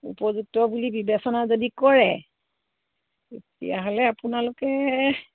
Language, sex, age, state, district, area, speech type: Assamese, female, 45-60, Assam, Sivasagar, rural, conversation